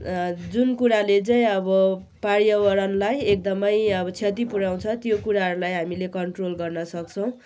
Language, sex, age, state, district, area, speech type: Nepali, female, 30-45, West Bengal, Kalimpong, rural, spontaneous